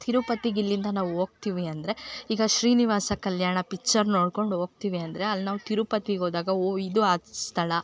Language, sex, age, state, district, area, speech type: Kannada, female, 18-30, Karnataka, Chikkamagaluru, rural, spontaneous